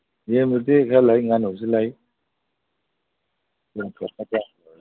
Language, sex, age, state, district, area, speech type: Manipuri, male, 45-60, Manipur, Imphal East, rural, conversation